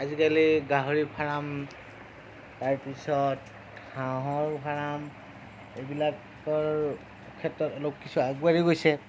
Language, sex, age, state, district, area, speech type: Assamese, male, 30-45, Assam, Darrang, rural, spontaneous